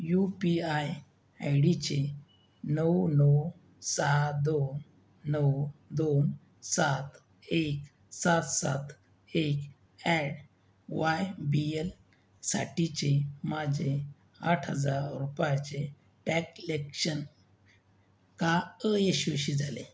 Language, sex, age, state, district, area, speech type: Marathi, male, 30-45, Maharashtra, Buldhana, rural, read